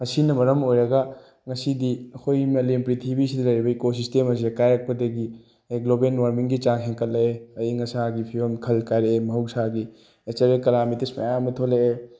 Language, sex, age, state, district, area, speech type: Manipuri, male, 18-30, Manipur, Bishnupur, rural, spontaneous